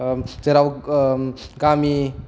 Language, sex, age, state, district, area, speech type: Bodo, male, 18-30, Assam, Kokrajhar, urban, spontaneous